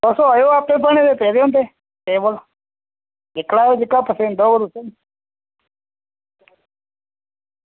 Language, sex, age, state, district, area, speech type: Dogri, male, 30-45, Jammu and Kashmir, Reasi, rural, conversation